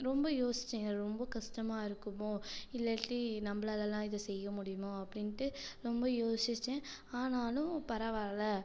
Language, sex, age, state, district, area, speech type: Tamil, female, 18-30, Tamil Nadu, Tiruchirappalli, rural, spontaneous